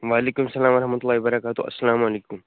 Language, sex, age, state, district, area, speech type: Kashmiri, male, 18-30, Jammu and Kashmir, Kupwara, urban, conversation